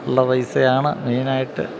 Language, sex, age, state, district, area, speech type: Malayalam, male, 45-60, Kerala, Kottayam, urban, spontaneous